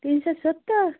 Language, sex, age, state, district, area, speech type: Bengali, female, 45-60, West Bengal, South 24 Parganas, rural, conversation